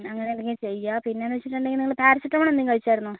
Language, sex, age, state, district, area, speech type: Malayalam, male, 30-45, Kerala, Wayanad, rural, conversation